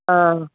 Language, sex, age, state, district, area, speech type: Malayalam, female, 45-60, Kerala, Thiruvananthapuram, urban, conversation